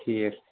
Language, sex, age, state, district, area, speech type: Kashmiri, male, 45-60, Jammu and Kashmir, Anantnag, rural, conversation